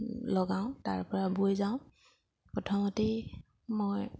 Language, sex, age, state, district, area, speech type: Assamese, female, 30-45, Assam, Sivasagar, urban, spontaneous